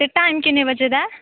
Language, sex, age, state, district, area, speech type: Dogri, female, 18-30, Jammu and Kashmir, Kathua, rural, conversation